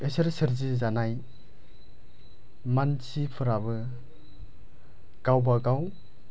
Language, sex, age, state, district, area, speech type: Bodo, male, 18-30, Assam, Chirang, rural, spontaneous